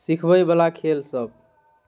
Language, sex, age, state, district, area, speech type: Maithili, male, 18-30, Bihar, Darbhanga, rural, read